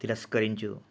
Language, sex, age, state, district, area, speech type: Telugu, male, 45-60, Andhra Pradesh, Nellore, urban, read